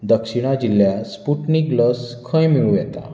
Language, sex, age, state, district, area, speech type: Goan Konkani, male, 30-45, Goa, Bardez, urban, read